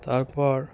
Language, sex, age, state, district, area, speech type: Bengali, male, 18-30, West Bengal, Alipurduar, rural, spontaneous